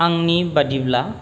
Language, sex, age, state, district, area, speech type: Bodo, male, 45-60, Assam, Kokrajhar, rural, spontaneous